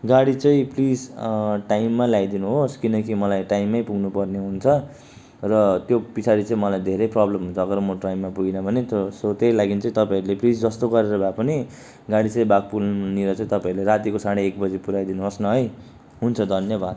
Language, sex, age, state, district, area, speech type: Nepali, male, 18-30, West Bengal, Darjeeling, rural, spontaneous